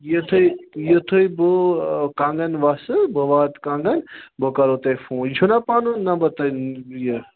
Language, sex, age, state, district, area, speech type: Kashmiri, male, 30-45, Jammu and Kashmir, Ganderbal, rural, conversation